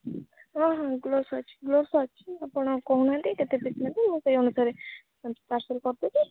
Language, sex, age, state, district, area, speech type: Odia, female, 18-30, Odisha, Jagatsinghpur, rural, conversation